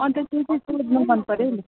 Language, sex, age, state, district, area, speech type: Nepali, female, 45-60, West Bengal, Jalpaiguri, urban, conversation